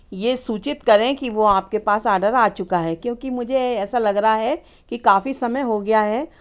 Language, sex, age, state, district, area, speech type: Hindi, female, 60+, Madhya Pradesh, Hoshangabad, urban, spontaneous